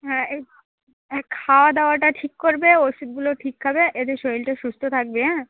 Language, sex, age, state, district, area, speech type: Bengali, female, 30-45, West Bengal, Dakshin Dinajpur, rural, conversation